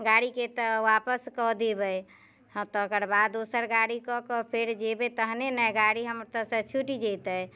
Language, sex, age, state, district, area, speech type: Maithili, female, 45-60, Bihar, Muzaffarpur, urban, spontaneous